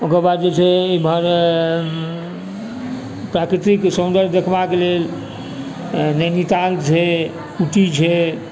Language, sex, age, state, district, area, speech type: Maithili, male, 45-60, Bihar, Supaul, rural, spontaneous